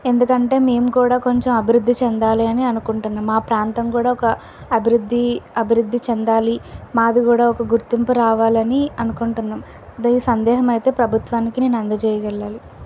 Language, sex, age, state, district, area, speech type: Telugu, female, 18-30, Andhra Pradesh, Visakhapatnam, rural, spontaneous